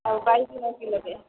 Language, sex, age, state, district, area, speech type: Odia, female, 30-45, Odisha, Boudh, rural, conversation